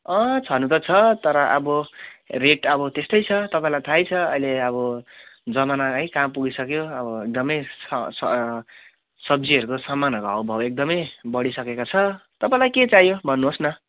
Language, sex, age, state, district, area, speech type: Nepali, male, 18-30, West Bengal, Kalimpong, rural, conversation